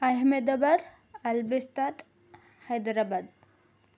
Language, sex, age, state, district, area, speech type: Telugu, female, 18-30, Telangana, Adilabad, urban, spontaneous